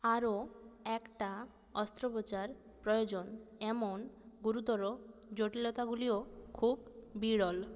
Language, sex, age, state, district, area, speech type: Bengali, female, 18-30, West Bengal, Jalpaiguri, rural, read